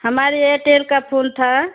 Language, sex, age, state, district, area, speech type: Hindi, female, 45-60, Uttar Pradesh, Bhadohi, urban, conversation